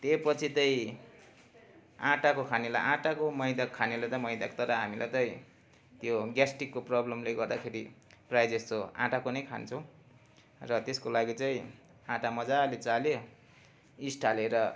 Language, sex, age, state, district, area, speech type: Nepali, male, 45-60, West Bengal, Darjeeling, urban, spontaneous